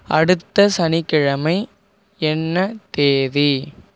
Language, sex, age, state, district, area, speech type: Tamil, male, 30-45, Tamil Nadu, Mayiladuthurai, rural, read